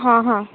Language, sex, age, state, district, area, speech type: Goan Konkani, female, 18-30, Goa, Murmgao, rural, conversation